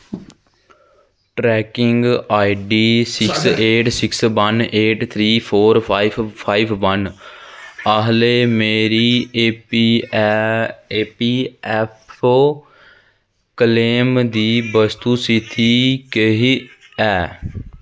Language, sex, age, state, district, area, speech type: Dogri, male, 18-30, Jammu and Kashmir, Jammu, rural, read